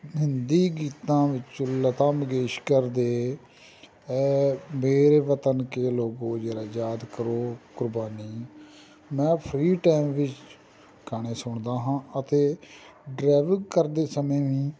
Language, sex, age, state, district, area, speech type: Punjabi, male, 45-60, Punjab, Amritsar, rural, spontaneous